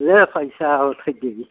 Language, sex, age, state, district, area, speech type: Hindi, male, 60+, Uttar Pradesh, Prayagraj, rural, conversation